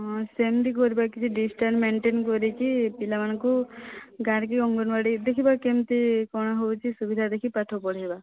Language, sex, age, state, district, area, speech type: Odia, female, 18-30, Odisha, Boudh, rural, conversation